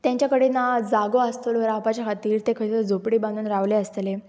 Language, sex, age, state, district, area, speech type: Goan Konkani, female, 18-30, Goa, Pernem, rural, spontaneous